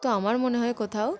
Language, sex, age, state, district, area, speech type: Bengali, female, 18-30, West Bengal, Birbhum, urban, spontaneous